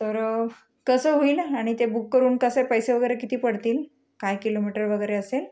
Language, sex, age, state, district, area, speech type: Marathi, female, 30-45, Maharashtra, Amravati, urban, spontaneous